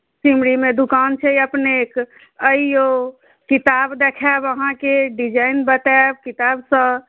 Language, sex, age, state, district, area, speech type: Maithili, female, 30-45, Bihar, Madhubani, rural, conversation